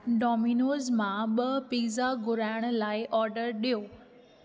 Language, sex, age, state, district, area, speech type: Sindhi, female, 18-30, Maharashtra, Thane, urban, read